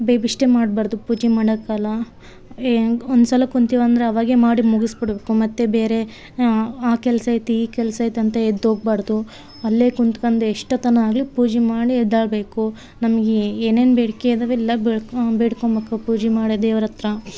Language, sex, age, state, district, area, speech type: Kannada, female, 30-45, Karnataka, Vijayanagara, rural, spontaneous